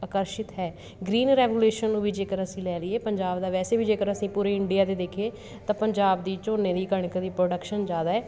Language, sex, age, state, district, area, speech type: Punjabi, female, 30-45, Punjab, Patiala, urban, spontaneous